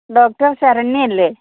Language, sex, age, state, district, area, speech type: Malayalam, female, 60+, Kerala, Wayanad, rural, conversation